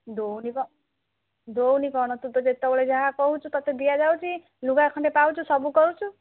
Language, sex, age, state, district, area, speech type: Odia, female, 45-60, Odisha, Bhadrak, rural, conversation